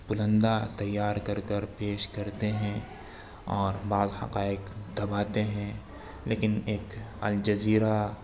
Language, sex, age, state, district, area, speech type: Urdu, male, 60+, Uttar Pradesh, Lucknow, rural, spontaneous